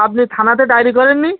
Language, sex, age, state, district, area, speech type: Bengali, male, 18-30, West Bengal, Birbhum, urban, conversation